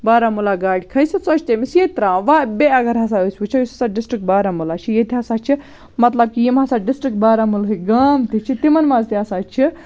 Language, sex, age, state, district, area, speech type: Kashmiri, female, 30-45, Jammu and Kashmir, Baramulla, rural, spontaneous